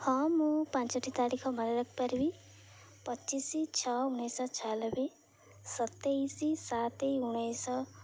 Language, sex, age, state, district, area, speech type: Odia, female, 18-30, Odisha, Jagatsinghpur, rural, spontaneous